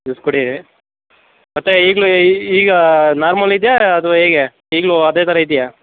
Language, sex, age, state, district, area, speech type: Kannada, male, 18-30, Karnataka, Kodagu, rural, conversation